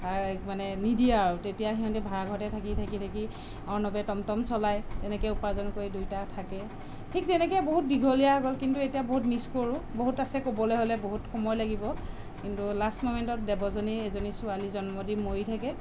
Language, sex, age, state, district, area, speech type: Assamese, female, 30-45, Assam, Sonitpur, rural, spontaneous